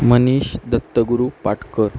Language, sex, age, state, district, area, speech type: Marathi, male, 30-45, Maharashtra, Sindhudurg, urban, spontaneous